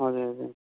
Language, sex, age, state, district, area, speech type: Nepali, male, 30-45, West Bengal, Kalimpong, rural, conversation